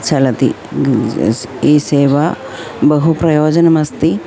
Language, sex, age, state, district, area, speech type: Sanskrit, female, 45-60, Kerala, Thiruvananthapuram, urban, spontaneous